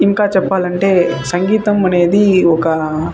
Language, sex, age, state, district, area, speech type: Telugu, male, 18-30, Andhra Pradesh, Sri Balaji, rural, spontaneous